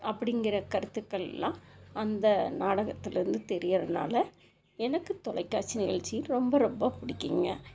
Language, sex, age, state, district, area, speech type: Tamil, female, 45-60, Tamil Nadu, Tiruppur, rural, spontaneous